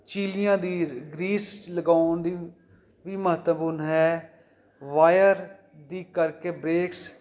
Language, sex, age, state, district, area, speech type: Punjabi, male, 45-60, Punjab, Jalandhar, urban, spontaneous